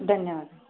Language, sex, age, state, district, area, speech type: Kannada, female, 45-60, Karnataka, Davanagere, rural, conversation